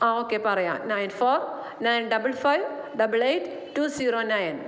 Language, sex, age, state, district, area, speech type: Malayalam, female, 45-60, Kerala, Alappuzha, rural, spontaneous